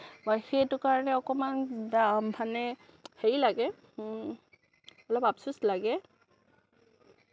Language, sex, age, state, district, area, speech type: Assamese, female, 30-45, Assam, Nagaon, rural, spontaneous